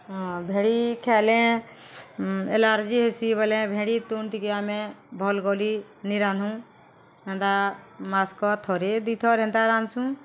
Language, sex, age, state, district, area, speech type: Odia, female, 60+, Odisha, Balangir, urban, spontaneous